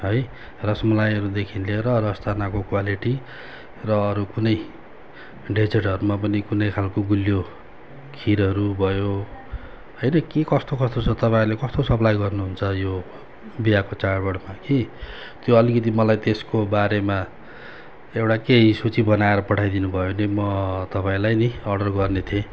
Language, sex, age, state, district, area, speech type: Nepali, male, 45-60, West Bengal, Darjeeling, rural, spontaneous